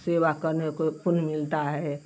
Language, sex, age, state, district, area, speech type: Hindi, female, 60+, Uttar Pradesh, Mau, rural, spontaneous